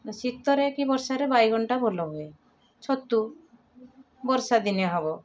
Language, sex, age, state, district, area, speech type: Odia, female, 60+, Odisha, Balasore, rural, spontaneous